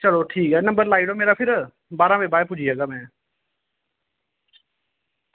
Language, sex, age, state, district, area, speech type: Dogri, male, 30-45, Jammu and Kashmir, Samba, rural, conversation